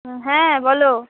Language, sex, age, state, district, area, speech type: Bengali, female, 60+, West Bengal, Purulia, urban, conversation